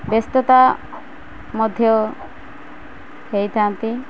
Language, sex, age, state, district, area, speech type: Odia, female, 45-60, Odisha, Malkangiri, urban, spontaneous